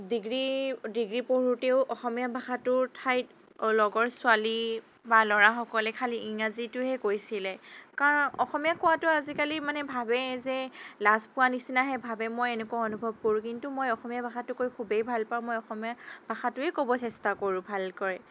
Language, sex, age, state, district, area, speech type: Assamese, female, 30-45, Assam, Sonitpur, rural, spontaneous